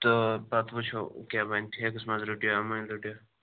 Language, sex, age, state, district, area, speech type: Kashmiri, male, 18-30, Jammu and Kashmir, Kupwara, rural, conversation